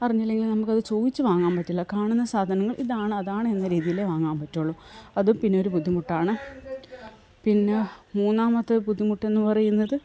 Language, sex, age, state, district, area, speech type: Malayalam, female, 45-60, Kerala, Kasaragod, rural, spontaneous